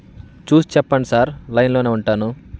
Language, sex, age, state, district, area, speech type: Telugu, male, 30-45, Andhra Pradesh, Bapatla, urban, spontaneous